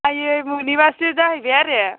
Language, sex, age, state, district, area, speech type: Bodo, female, 18-30, Assam, Baksa, rural, conversation